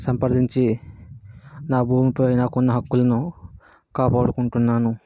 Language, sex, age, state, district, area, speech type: Telugu, male, 60+, Andhra Pradesh, Vizianagaram, rural, spontaneous